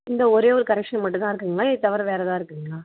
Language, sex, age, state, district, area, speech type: Tamil, female, 45-60, Tamil Nadu, Mayiladuthurai, rural, conversation